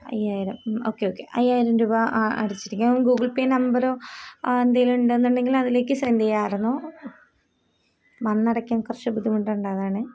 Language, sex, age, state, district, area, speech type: Malayalam, female, 18-30, Kerala, Thiruvananthapuram, rural, spontaneous